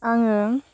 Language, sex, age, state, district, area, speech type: Bodo, female, 30-45, Assam, Baksa, rural, spontaneous